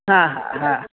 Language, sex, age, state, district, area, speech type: Sindhi, female, 45-60, Delhi, South Delhi, urban, conversation